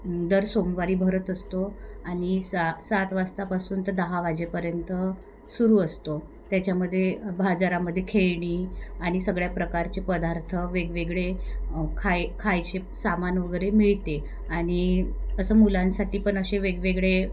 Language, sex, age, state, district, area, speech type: Marathi, female, 30-45, Maharashtra, Wardha, rural, spontaneous